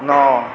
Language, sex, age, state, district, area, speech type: Maithili, male, 30-45, Bihar, Saharsa, rural, read